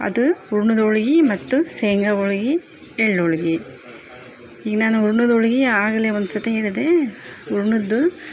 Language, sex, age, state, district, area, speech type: Kannada, female, 45-60, Karnataka, Koppal, urban, spontaneous